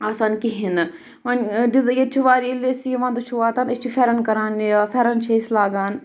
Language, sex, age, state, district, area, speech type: Kashmiri, female, 30-45, Jammu and Kashmir, Pulwama, urban, spontaneous